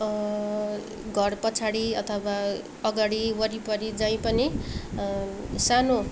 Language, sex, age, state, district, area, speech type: Nepali, female, 18-30, West Bengal, Darjeeling, rural, spontaneous